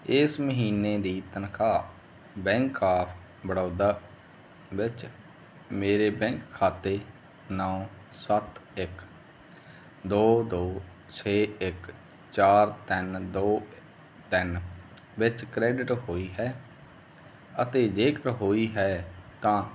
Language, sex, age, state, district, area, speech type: Punjabi, male, 30-45, Punjab, Muktsar, urban, read